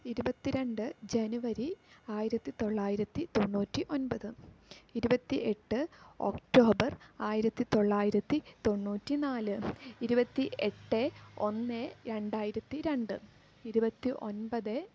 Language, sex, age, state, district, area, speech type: Malayalam, female, 18-30, Kerala, Malappuram, rural, spontaneous